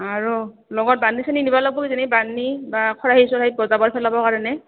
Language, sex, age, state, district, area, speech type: Assamese, female, 30-45, Assam, Goalpara, urban, conversation